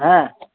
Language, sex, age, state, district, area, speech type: Bengali, male, 30-45, West Bengal, Jhargram, rural, conversation